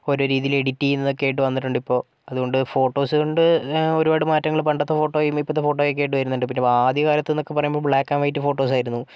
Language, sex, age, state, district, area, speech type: Malayalam, male, 45-60, Kerala, Wayanad, rural, spontaneous